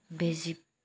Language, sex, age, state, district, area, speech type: Manipuri, female, 30-45, Manipur, Senapati, rural, spontaneous